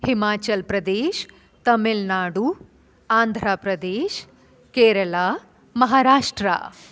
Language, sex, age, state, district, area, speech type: Sindhi, female, 45-60, Delhi, South Delhi, urban, spontaneous